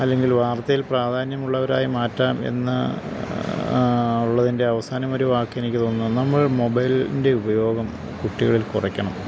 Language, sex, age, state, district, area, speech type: Malayalam, male, 45-60, Kerala, Idukki, rural, spontaneous